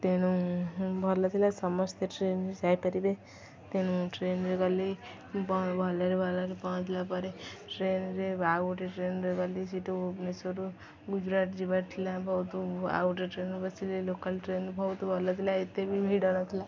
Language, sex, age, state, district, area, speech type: Odia, female, 18-30, Odisha, Jagatsinghpur, rural, spontaneous